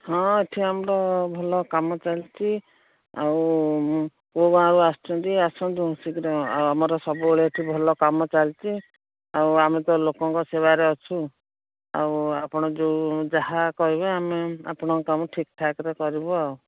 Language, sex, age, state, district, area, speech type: Odia, female, 60+, Odisha, Jharsuguda, rural, conversation